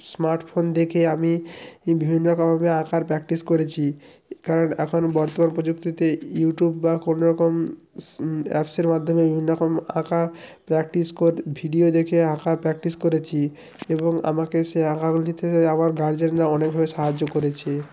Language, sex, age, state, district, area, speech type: Bengali, male, 30-45, West Bengal, Jalpaiguri, rural, spontaneous